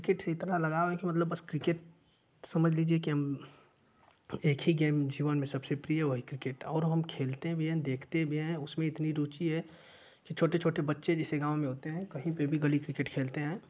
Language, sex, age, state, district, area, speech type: Hindi, male, 18-30, Uttar Pradesh, Ghazipur, rural, spontaneous